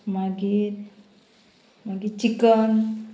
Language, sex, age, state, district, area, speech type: Goan Konkani, female, 30-45, Goa, Murmgao, urban, spontaneous